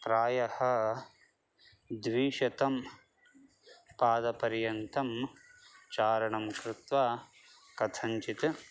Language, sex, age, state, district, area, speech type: Sanskrit, male, 30-45, Karnataka, Bangalore Urban, urban, spontaneous